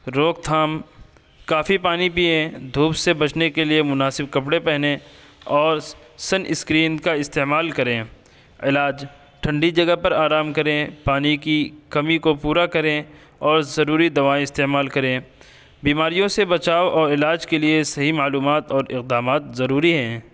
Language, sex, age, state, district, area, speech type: Urdu, male, 18-30, Uttar Pradesh, Saharanpur, urban, spontaneous